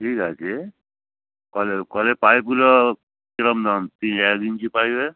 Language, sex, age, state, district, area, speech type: Bengali, male, 45-60, West Bengal, Hooghly, rural, conversation